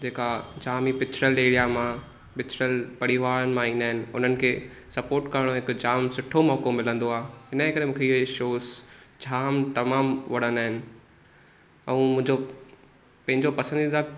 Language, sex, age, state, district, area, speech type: Sindhi, male, 18-30, Maharashtra, Thane, rural, spontaneous